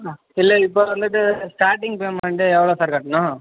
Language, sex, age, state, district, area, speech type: Tamil, male, 18-30, Tamil Nadu, Sivaganga, rural, conversation